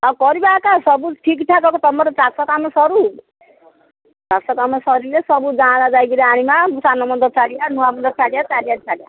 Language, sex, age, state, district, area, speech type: Odia, female, 60+, Odisha, Gajapati, rural, conversation